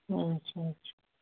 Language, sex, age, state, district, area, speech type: Kashmiri, male, 18-30, Jammu and Kashmir, Kupwara, urban, conversation